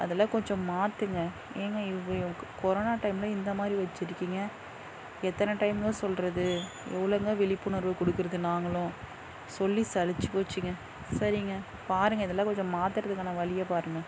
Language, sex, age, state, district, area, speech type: Tamil, female, 45-60, Tamil Nadu, Dharmapuri, rural, spontaneous